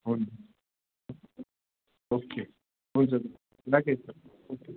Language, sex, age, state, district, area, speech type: Nepali, male, 18-30, West Bengal, Kalimpong, rural, conversation